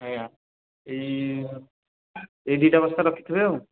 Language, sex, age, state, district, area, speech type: Odia, male, 18-30, Odisha, Puri, urban, conversation